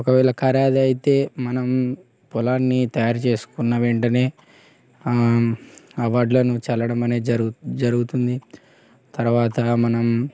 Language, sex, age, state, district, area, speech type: Telugu, male, 18-30, Telangana, Mancherial, rural, spontaneous